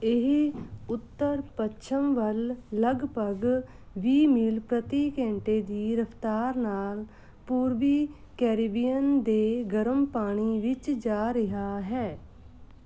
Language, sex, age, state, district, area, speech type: Punjabi, female, 30-45, Punjab, Muktsar, urban, read